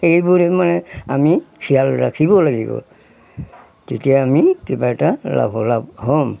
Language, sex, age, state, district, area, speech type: Assamese, male, 60+, Assam, Golaghat, rural, spontaneous